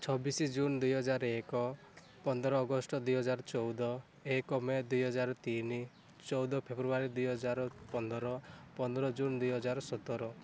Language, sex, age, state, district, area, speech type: Odia, male, 18-30, Odisha, Rayagada, rural, spontaneous